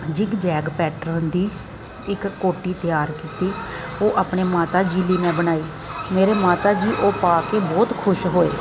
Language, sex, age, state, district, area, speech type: Punjabi, female, 30-45, Punjab, Kapurthala, urban, spontaneous